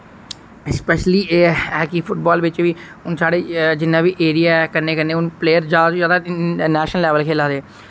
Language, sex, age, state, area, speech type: Dogri, male, 18-30, Jammu and Kashmir, rural, spontaneous